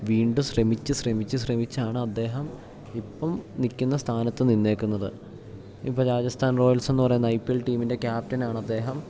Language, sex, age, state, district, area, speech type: Malayalam, male, 18-30, Kerala, Idukki, rural, spontaneous